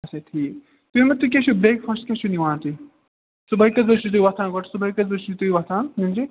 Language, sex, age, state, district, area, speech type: Kashmiri, male, 30-45, Jammu and Kashmir, Srinagar, urban, conversation